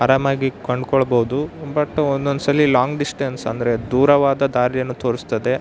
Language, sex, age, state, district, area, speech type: Kannada, male, 18-30, Karnataka, Yadgir, rural, spontaneous